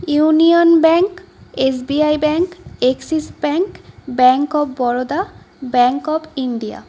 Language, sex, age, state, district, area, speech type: Bengali, female, 18-30, West Bengal, North 24 Parganas, urban, spontaneous